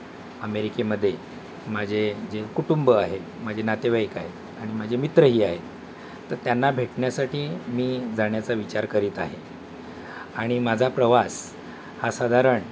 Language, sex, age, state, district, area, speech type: Marathi, male, 60+, Maharashtra, Thane, rural, spontaneous